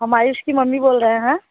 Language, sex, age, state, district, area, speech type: Hindi, female, 18-30, Uttar Pradesh, Mirzapur, rural, conversation